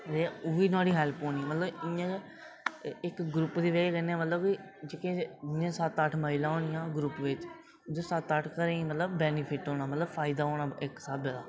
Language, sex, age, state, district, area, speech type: Dogri, male, 18-30, Jammu and Kashmir, Reasi, rural, spontaneous